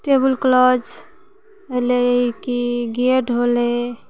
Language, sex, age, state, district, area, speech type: Maithili, female, 30-45, Bihar, Purnia, rural, spontaneous